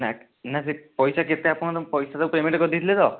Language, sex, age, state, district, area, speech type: Odia, male, 18-30, Odisha, Kendujhar, urban, conversation